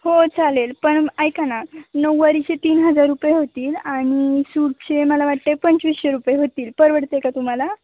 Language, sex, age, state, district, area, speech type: Marathi, female, 18-30, Maharashtra, Ratnagiri, urban, conversation